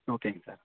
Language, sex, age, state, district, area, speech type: Tamil, male, 30-45, Tamil Nadu, Virudhunagar, rural, conversation